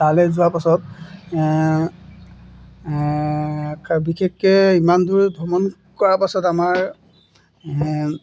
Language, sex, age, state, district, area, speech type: Assamese, male, 18-30, Assam, Golaghat, urban, spontaneous